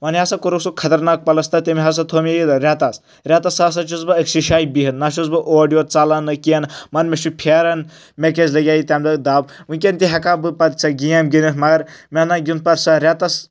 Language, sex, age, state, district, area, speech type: Kashmiri, male, 18-30, Jammu and Kashmir, Anantnag, rural, spontaneous